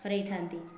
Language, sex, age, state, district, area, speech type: Odia, female, 30-45, Odisha, Dhenkanal, rural, spontaneous